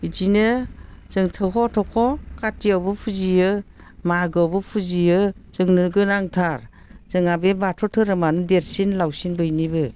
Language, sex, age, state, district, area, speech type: Bodo, female, 60+, Assam, Baksa, urban, spontaneous